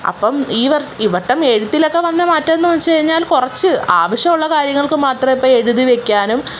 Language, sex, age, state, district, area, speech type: Malayalam, female, 18-30, Kerala, Kollam, urban, spontaneous